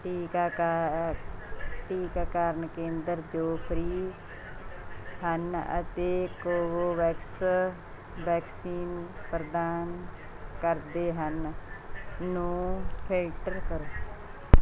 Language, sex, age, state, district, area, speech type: Punjabi, female, 45-60, Punjab, Mansa, rural, read